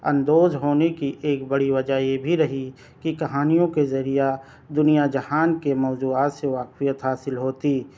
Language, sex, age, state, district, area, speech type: Urdu, male, 30-45, Delhi, South Delhi, urban, spontaneous